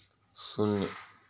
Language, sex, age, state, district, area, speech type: Hindi, male, 60+, Madhya Pradesh, Seoni, urban, read